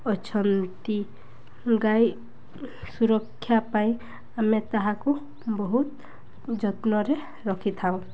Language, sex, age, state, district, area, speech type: Odia, female, 18-30, Odisha, Balangir, urban, spontaneous